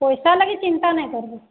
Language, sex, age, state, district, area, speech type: Odia, female, 45-60, Odisha, Sambalpur, rural, conversation